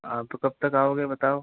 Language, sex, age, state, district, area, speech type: Hindi, male, 30-45, Rajasthan, Karauli, rural, conversation